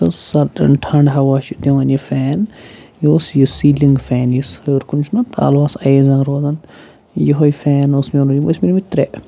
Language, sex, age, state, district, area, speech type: Kashmiri, male, 18-30, Jammu and Kashmir, Kulgam, rural, spontaneous